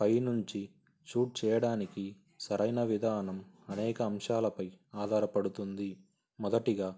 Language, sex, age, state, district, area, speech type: Telugu, male, 18-30, Andhra Pradesh, Sri Satya Sai, urban, spontaneous